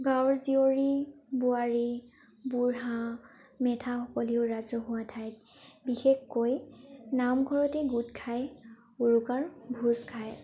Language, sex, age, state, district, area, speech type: Assamese, female, 18-30, Assam, Tinsukia, urban, spontaneous